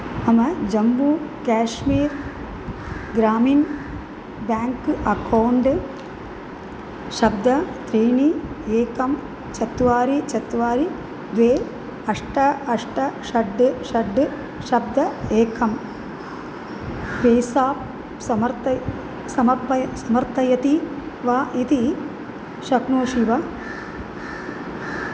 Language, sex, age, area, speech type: Sanskrit, female, 45-60, urban, read